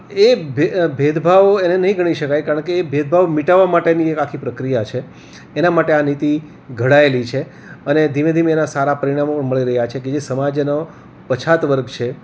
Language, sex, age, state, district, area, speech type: Gujarati, male, 60+, Gujarat, Rajkot, urban, spontaneous